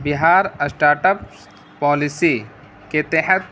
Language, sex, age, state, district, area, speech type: Urdu, male, 18-30, Bihar, Gaya, urban, spontaneous